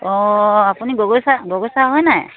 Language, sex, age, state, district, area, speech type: Assamese, female, 60+, Assam, Dibrugarh, urban, conversation